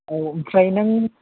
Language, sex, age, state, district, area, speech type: Bodo, male, 18-30, Assam, Chirang, urban, conversation